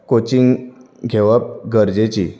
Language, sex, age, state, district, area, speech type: Goan Konkani, male, 18-30, Goa, Bardez, rural, spontaneous